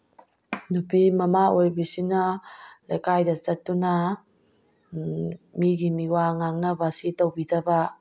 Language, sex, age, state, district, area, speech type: Manipuri, female, 45-60, Manipur, Bishnupur, rural, spontaneous